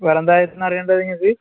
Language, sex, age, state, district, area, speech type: Malayalam, male, 18-30, Kerala, Kannur, rural, conversation